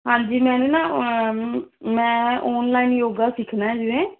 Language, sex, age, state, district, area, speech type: Punjabi, female, 30-45, Punjab, Fazilka, rural, conversation